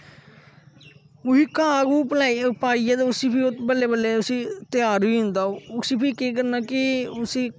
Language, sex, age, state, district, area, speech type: Dogri, male, 18-30, Jammu and Kashmir, Kathua, rural, spontaneous